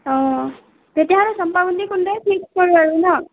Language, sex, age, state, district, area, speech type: Assamese, female, 60+, Assam, Nagaon, rural, conversation